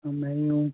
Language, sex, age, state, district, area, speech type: Dogri, male, 18-30, Jammu and Kashmir, Udhampur, urban, conversation